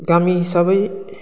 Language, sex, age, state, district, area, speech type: Bodo, male, 30-45, Assam, Udalguri, rural, spontaneous